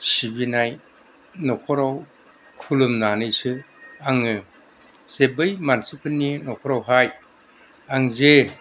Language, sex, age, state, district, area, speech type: Bodo, male, 60+, Assam, Kokrajhar, rural, spontaneous